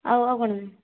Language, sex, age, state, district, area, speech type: Odia, female, 60+, Odisha, Boudh, rural, conversation